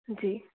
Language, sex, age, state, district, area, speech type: Hindi, female, 60+, Madhya Pradesh, Bhopal, urban, conversation